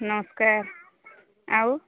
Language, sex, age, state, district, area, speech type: Odia, female, 45-60, Odisha, Sambalpur, rural, conversation